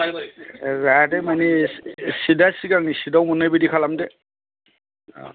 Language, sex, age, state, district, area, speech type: Bodo, male, 60+, Assam, Kokrajhar, urban, conversation